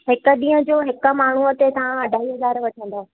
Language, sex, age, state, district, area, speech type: Sindhi, female, 30-45, Maharashtra, Thane, urban, conversation